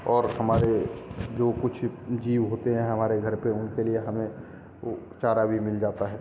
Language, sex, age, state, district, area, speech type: Hindi, male, 30-45, Bihar, Darbhanga, rural, spontaneous